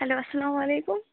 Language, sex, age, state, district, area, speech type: Kashmiri, female, 30-45, Jammu and Kashmir, Bandipora, rural, conversation